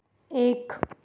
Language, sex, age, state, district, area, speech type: Hindi, female, 18-30, Madhya Pradesh, Chhindwara, urban, read